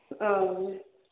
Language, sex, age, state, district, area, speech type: Tamil, female, 18-30, Tamil Nadu, Krishnagiri, rural, conversation